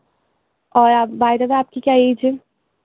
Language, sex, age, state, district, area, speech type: Urdu, female, 18-30, Delhi, North East Delhi, urban, conversation